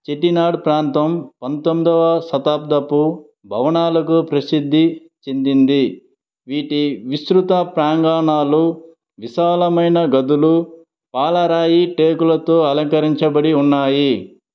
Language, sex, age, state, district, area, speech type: Telugu, male, 30-45, Andhra Pradesh, Sri Balaji, urban, read